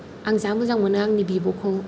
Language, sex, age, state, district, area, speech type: Bodo, female, 30-45, Assam, Kokrajhar, rural, spontaneous